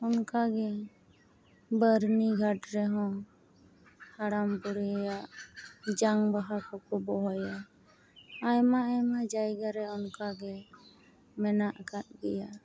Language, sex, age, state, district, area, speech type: Santali, female, 30-45, West Bengal, Paschim Bardhaman, urban, spontaneous